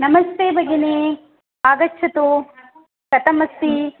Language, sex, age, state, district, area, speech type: Sanskrit, female, 30-45, Tamil Nadu, Coimbatore, rural, conversation